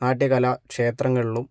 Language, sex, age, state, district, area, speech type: Malayalam, male, 18-30, Kerala, Kozhikode, urban, spontaneous